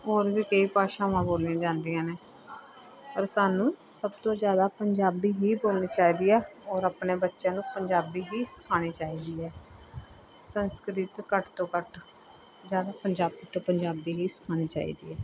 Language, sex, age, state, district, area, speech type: Punjabi, female, 30-45, Punjab, Pathankot, rural, spontaneous